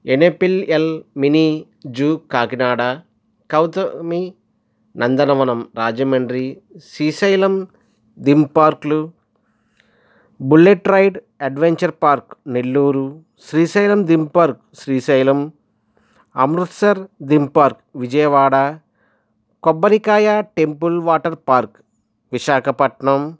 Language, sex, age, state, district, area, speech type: Telugu, male, 45-60, Andhra Pradesh, East Godavari, rural, spontaneous